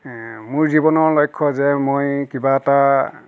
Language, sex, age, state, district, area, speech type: Assamese, male, 60+, Assam, Nagaon, rural, spontaneous